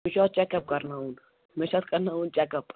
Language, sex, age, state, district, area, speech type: Kashmiri, male, 18-30, Jammu and Kashmir, Srinagar, urban, conversation